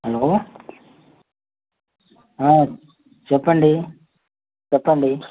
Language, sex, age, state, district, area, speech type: Telugu, male, 45-60, Telangana, Bhadradri Kothagudem, urban, conversation